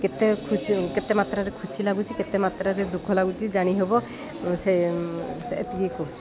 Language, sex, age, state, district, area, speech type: Odia, female, 30-45, Odisha, Koraput, urban, spontaneous